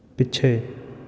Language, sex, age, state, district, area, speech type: Punjabi, male, 18-30, Punjab, Fatehgarh Sahib, rural, read